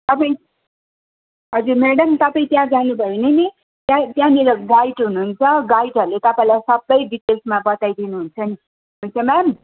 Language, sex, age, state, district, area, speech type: Nepali, female, 45-60, West Bengal, Darjeeling, rural, conversation